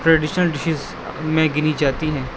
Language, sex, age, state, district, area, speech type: Urdu, male, 18-30, Delhi, East Delhi, urban, spontaneous